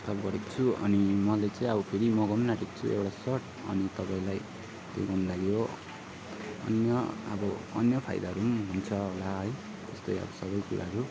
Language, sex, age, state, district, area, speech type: Nepali, male, 30-45, West Bengal, Darjeeling, rural, spontaneous